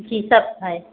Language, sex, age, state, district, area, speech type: Hindi, female, 30-45, Uttar Pradesh, Pratapgarh, rural, conversation